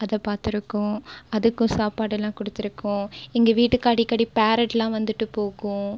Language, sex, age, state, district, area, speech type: Tamil, female, 18-30, Tamil Nadu, Cuddalore, urban, spontaneous